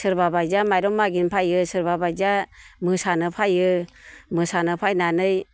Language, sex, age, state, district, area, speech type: Bodo, female, 60+, Assam, Baksa, urban, spontaneous